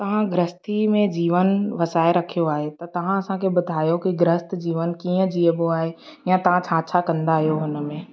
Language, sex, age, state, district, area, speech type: Sindhi, female, 30-45, Madhya Pradesh, Katni, rural, spontaneous